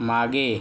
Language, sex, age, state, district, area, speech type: Marathi, male, 18-30, Maharashtra, Yavatmal, rural, read